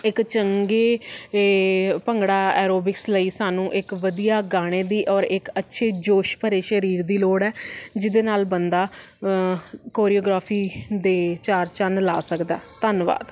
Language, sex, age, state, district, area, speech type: Punjabi, female, 30-45, Punjab, Faridkot, urban, spontaneous